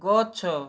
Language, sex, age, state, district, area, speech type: Odia, male, 18-30, Odisha, Balasore, rural, read